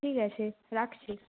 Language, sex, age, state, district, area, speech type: Bengali, female, 45-60, West Bengal, Nadia, rural, conversation